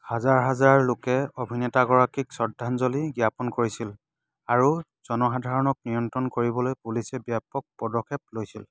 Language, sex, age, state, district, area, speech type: Assamese, male, 30-45, Assam, Dibrugarh, rural, read